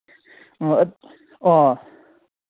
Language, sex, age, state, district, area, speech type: Manipuri, male, 18-30, Manipur, Senapati, rural, conversation